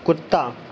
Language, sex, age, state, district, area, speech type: Urdu, male, 18-30, Uttar Pradesh, Shahjahanpur, urban, read